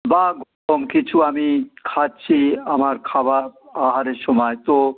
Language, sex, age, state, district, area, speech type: Bengali, male, 60+, West Bengal, Dakshin Dinajpur, rural, conversation